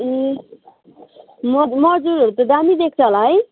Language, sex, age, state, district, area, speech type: Nepali, female, 45-60, West Bengal, Darjeeling, rural, conversation